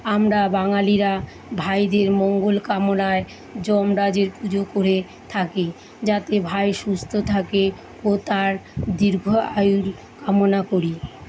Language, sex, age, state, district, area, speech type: Bengali, female, 45-60, West Bengal, Kolkata, urban, spontaneous